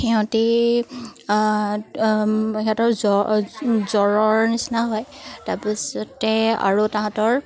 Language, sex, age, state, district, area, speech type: Assamese, female, 30-45, Assam, Charaideo, urban, spontaneous